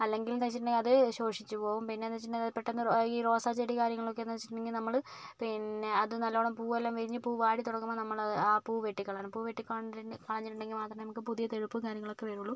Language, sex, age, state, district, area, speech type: Malayalam, female, 60+, Kerala, Kozhikode, urban, spontaneous